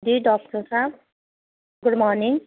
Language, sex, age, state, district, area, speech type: Urdu, female, 45-60, Uttar Pradesh, Rampur, urban, conversation